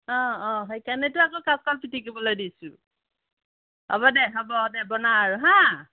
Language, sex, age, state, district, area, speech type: Assamese, female, 45-60, Assam, Sonitpur, urban, conversation